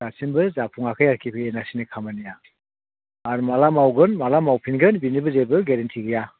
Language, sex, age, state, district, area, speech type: Bodo, other, 60+, Assam, Chirang, rural, conversation